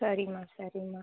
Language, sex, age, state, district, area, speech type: Tamil, female, 18-30, Tamil Nadu, Cuddalore, urban, conversation